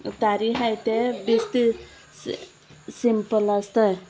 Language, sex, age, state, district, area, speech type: Goan Konkani, female, 30-45, Goa, Sanguem, rural, spontaneous